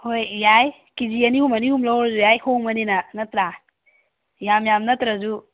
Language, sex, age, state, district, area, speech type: Manipuri, female, 18-30, Manipur, Kangpokpi, urban, conversation